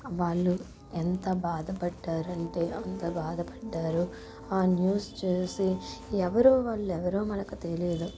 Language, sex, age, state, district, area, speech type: Telugu, female, 45-60, Telangana, Mancherial, rural, spontaneous